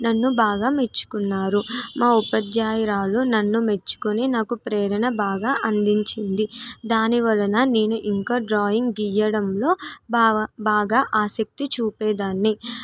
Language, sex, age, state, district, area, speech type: Telugu, female, 18-30, Telangana, Nirmal, rural, spontaneous